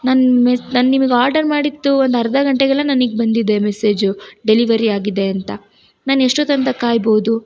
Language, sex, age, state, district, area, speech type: Kannada, female, 18-30, Karnataka, Tumkur, rural, spontaneous